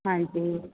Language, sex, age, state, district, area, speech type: Punjabi, female, 45-60, Punjab, Jalandhar, rural, conversation